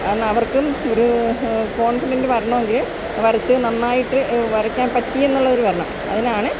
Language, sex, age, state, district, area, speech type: Malayalam, female, 60+, Kerala, Alappuzha, urban, spontaneous